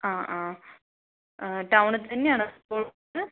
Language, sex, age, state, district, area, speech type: Malayalam, female, 30-45, Kerala, Kozhikode, urban, conversation